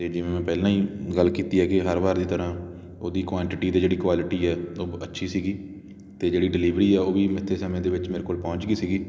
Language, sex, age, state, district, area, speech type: Punjabi, male, 30-45, Punjab, Patiala, rural, spontaneous